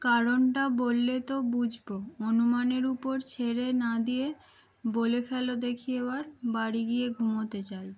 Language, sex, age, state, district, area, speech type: Bengali, female, 18-30, West Bengal, Howrah, urban, read